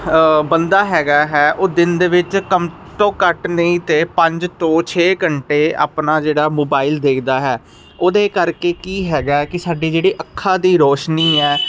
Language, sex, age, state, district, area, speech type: Punjabi, male, 45-60, Punjab, Ludhiana, urban, spontaneous